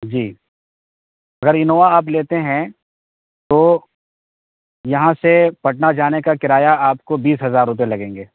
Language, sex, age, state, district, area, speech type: Urdu, male, 18-30, Bihar, Purnia, rural, conversation